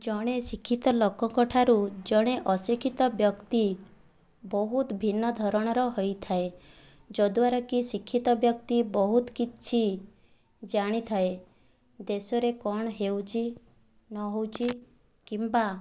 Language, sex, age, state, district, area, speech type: Odia, female, 18-30, Odisha, Kandhamal, rural, spontaneous